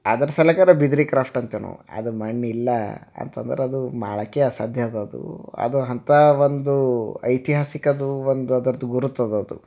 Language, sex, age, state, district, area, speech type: Kannada, male, 30-45, Karnataka, Bidar, urban, spontaneous